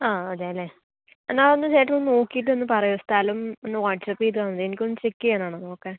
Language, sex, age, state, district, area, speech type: Malayalam, female, 30-45, Kerala, Palakkad, rural, conversation